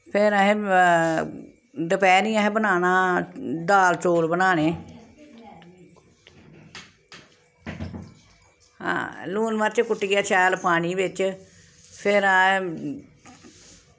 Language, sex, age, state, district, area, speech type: Dogri, female, 45-60, Jammu and Kashmir, Samba, urban, spontaneous